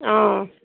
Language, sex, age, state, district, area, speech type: Assamese, female, 45-60, Assam, Morigaon, rural, conversation